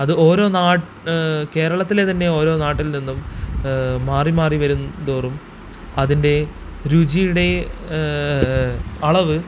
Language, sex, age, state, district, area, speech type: Malayalam, male, 18-30, Kerala, Thrissur, urban, spontaneous